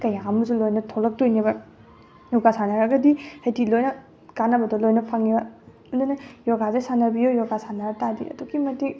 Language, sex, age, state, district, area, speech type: Manipuri, female, 18-30, Manipur, Bishnupur, rural, spontaneous